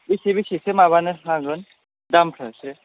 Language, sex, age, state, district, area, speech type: Bodo, male, 18-30, Assam, Kokrajhar, rural, conversation